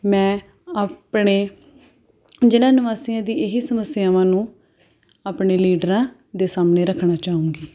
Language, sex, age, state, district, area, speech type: Punjabi, female, 30-45, Punjab, Tarn Taran, urban, spontaneous